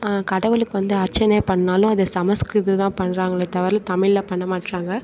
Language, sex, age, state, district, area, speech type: Tamil, female, 18-30, Tamil Nadu, Mayiladuthurai, rural, spontaneous